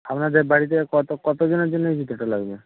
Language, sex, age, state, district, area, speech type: Bengali, male, 60+, West Bengal, Purba Medinipur, rural, conversation